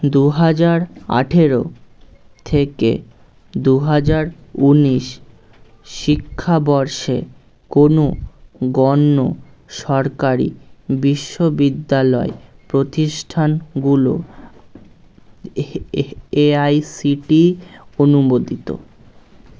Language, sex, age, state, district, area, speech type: Bengali, male, 18-30, West Bengal, Birbhum, urban, read